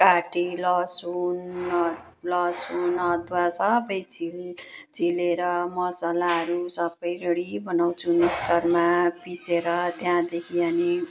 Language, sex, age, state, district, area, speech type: Nepali, female, 30-45, West Bengal, Jalpaiguri, rural, spontaneous